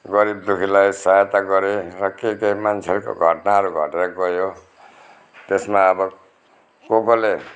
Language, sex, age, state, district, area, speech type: Nepali, male, 60+, West Bengal, Darjeeling, rural, spontaneous